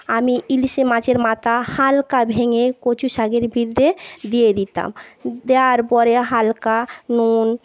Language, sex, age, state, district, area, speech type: Bengali, female, 30-45, West Bengal, Paschim Medinipur, urban, spontaneous